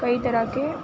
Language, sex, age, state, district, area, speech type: Urdu, female, 18-30, Uttar Pradesh, Aligarh, urban, spontaneous